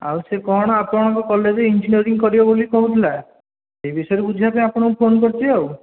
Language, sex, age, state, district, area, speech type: Odia, male, 45-60, Odisha, Dhenkanal, rural, conversation